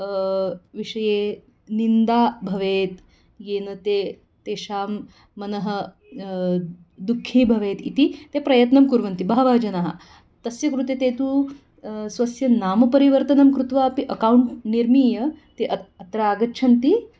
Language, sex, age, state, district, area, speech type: Sanskrit, female, 30-45, Karnataka, Bangalore Urban, urban, spontaneous